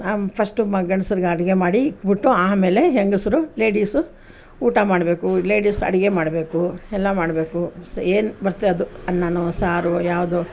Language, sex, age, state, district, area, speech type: Kannada, female, 60+, Karnataka, Mysore, rural, spontaneous